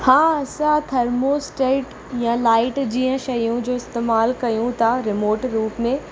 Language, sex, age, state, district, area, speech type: Sindhi, female, 18-30, Rajasthan, Ajmer, urban, spontaneous